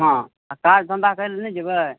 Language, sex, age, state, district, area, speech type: Maithili, male, 18-30, Bihar, Supaul, rural, conversation